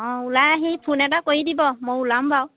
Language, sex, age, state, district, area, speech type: Assamese, female, 18-30, Assam, Lakhimpur, rural, conversation